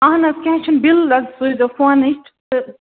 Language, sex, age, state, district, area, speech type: Kashmiri, female, 18-30, Jammu and Kashmir, Ganderbal, rural, conversation